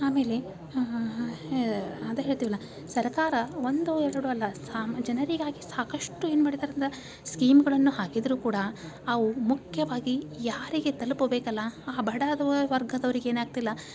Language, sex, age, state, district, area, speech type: Kannada, female, 30-45, Karnataka, Dharwad, rural, spontaneous